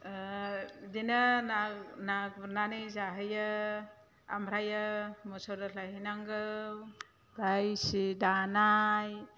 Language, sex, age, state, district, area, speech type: Bodo, female, 45-60, Assam, Chirang, rural, spontaneous